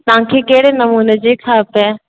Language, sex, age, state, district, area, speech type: Sindhi, female, 18-30, Rajasthan, Ajmer, urban, conversation